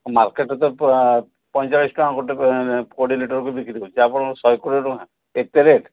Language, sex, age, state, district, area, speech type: Odia, male, 60+, Odisha, Sundergarh, urban, conversation